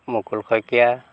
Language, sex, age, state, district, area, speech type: Assamese, male, 60+, Assam, Golaghat, urban, spontaneous